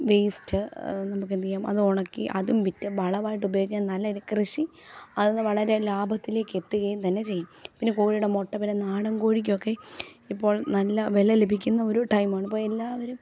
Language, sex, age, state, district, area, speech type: Malayalam, female, 18-30, Kerala, Pathanamthitta, rural, spontaneous